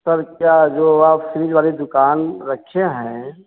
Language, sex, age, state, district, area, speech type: Hindi, male, 45-60, Uttar Pradesh, Ayodhya, rural, conversation